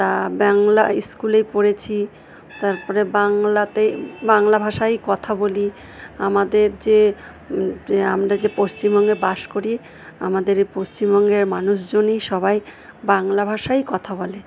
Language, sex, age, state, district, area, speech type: Bengali, female, 45-60, West Bengal, Purba Bardhaman, rural, spontaneous